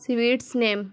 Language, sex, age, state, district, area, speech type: Urdu, female, 18-30, Bihar, Gaya, urban, spontaneous